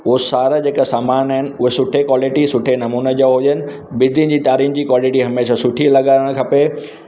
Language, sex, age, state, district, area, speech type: Sindhi, male, 45-60, Maharashtra, Mumbai Suburban, urban, spontaneous